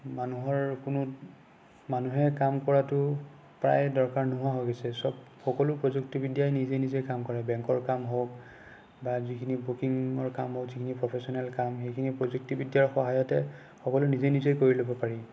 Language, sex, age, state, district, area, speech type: Assamese, male, 18-30, Assam, Nagaon, rural, spontaneous